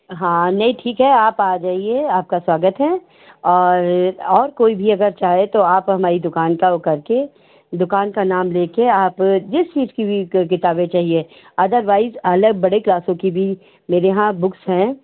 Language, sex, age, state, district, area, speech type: Hindi, female, 60+, Uttar Pradesh, Hardoi, rural, conversation